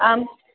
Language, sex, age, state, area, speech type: Sanskrit, other, 18-30, Rajasthan, urban, conversation